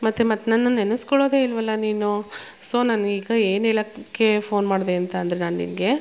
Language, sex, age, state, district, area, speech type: Kannada, female, 30-45, Karnataka, Mandya, rural, spontaneous